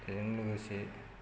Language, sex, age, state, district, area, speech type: Bodo, male, 45-60, Assam, Chirang, rural, spontaneous